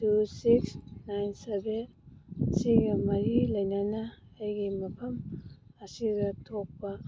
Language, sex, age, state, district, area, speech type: Manipuri, female, 45-60, Manipur, Kangpokpi, urban, read